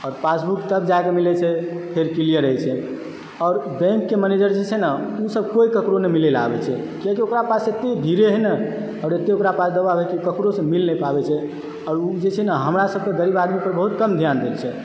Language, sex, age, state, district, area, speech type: Maithili, male, 30-45, Bihar, Supaul, rural, spontaneous